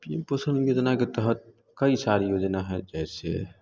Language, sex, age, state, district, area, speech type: Hindi, male, 18-30, Bihar, Samastipur, rural, spontaneous